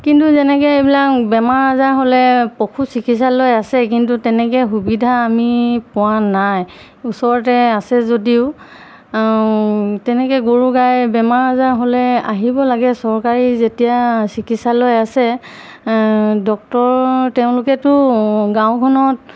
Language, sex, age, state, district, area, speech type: Assamese, female, 45-60, Assam, Golaghat, urban, spontaneous